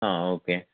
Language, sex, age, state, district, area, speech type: Malayalam, male, 30-45, Kerala, Palakkad, rural, conversation